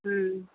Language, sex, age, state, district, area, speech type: Tamil, female, 60+, Tamil Nadu, Dharmapuri, rural, conversation